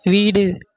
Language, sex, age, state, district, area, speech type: Tamil, male, 18-30, Tamil Nadu, Krishnagiri, rural, read